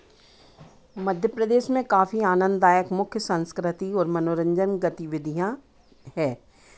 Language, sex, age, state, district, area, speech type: Hindi, female, 60+, Madhya Pradesh, Hoshangabad, urban, spontaneous